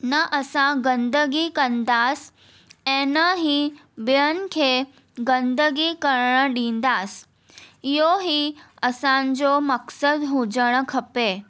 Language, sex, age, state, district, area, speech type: Sindhi, female, 18-30, Maharashtra, Mumbai Suburban, urban, spontaneous